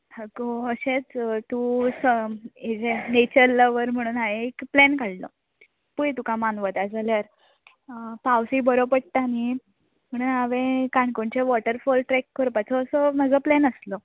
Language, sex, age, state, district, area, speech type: Goan Konkani, female, 18-30, Goa, Canacona, rural, conversation